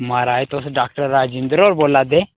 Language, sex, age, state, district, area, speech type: Dogri, male, 18-30, Jammu and Kashmir, Udhampur, rural, conversation